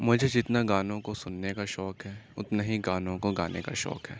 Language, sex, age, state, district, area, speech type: Urdu, male, 30-45, Uttar Pradesh, Aligarh, urban, spontaneous